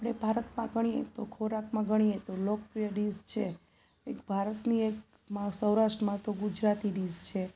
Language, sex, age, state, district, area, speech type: Gujarati, female, 30-45, Gujarat, Junagadh, urban, spontaneous